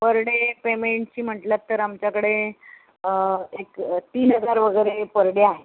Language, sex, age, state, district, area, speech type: Marathi, female, 45-60, Maharashtra, Thane, rural, conversation